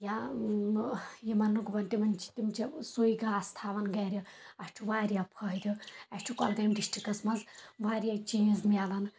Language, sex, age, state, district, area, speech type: Kashmiri, female, 18-30, Jammu and Kashmir, Kulgam, rural, spontaneous